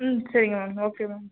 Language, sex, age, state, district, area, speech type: Tamil, female, 18-30, Tamil Nadu, Nagapattinam, rural, conversation